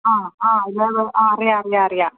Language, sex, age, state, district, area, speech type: Malayalam, female, 45-60, Kerala, Idukki, rural, conversation